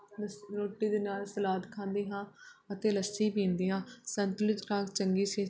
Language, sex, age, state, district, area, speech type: Punjabi, female, 18-30, Punjab, Rupnagar, rural, spontaneous